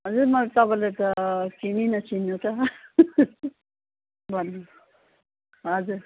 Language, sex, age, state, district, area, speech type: Nepali, female, 60+, West Bengal, Kalimpong, rural, conversation